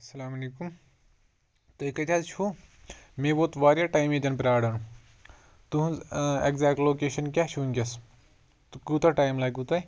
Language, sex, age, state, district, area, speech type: Kashmiri, male, 18-30, Jammu and Kashmir, Pulwama, rural, spontaneous